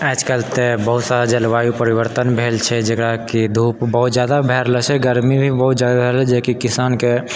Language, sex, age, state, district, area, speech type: Maithili, male, 30-45, Bihar, Purnia, rural, spontaneous